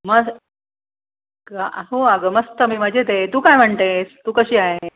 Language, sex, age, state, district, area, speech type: Marathi, female, 45-60, Maharashtra, Nashik, urban, conversation